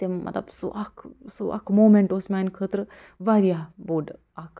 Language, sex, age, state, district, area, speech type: Kashmiri, female, 45-60, Jammu and Kashmir, Budgam, rural, spontaneous